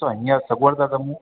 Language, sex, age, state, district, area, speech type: Sindhi, male, 30-45, Gujarat, Junagadh, urban, conversation